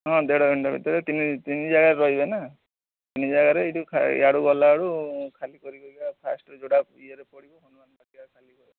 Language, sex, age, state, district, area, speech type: Odia, male, 45-60, Odisha, Sundergarh, rural, conversation